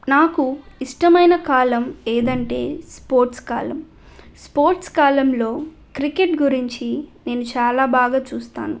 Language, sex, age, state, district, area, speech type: Telugu, female, 18-30, Andhra Pradesh, Nellore, rural, spontaneous